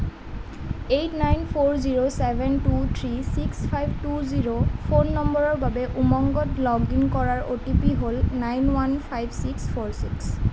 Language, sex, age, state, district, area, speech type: Assamese, female, 18-30, Assam, Nalbari, rural, read